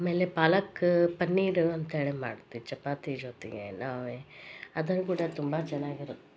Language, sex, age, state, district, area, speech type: Kannada, female, 45-60, Karnataka, Koppal, rural, spontaneous